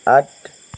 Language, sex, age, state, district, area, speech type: Nepali, male, 30-45, West Bengal, Kalimpong, rural, read